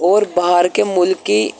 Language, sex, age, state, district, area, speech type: Urdu, male, 18-30, Delhi, East Delhi, urban, spontaneous